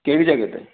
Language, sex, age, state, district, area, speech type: Sindhi, male, 60+, Rajasthan, Ajmer, urban, conversation